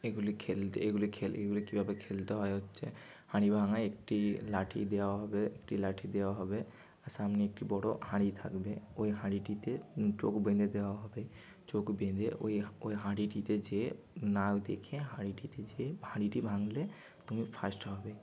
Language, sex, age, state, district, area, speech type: Bengali, male, 30-45, West Bengal, Bankura, urban, spontaneous